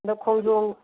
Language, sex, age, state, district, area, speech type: Manipuri, female, 45-60, Manipur, Kangpokpi, urban, conversation